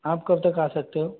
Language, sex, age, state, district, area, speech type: Hindi, male, 45-60, Rajasthan, Karauli, rural, conversation